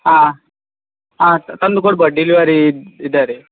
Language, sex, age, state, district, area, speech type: Kannada, male, 18-30, Karnataka, Chitradurga, rural, conversation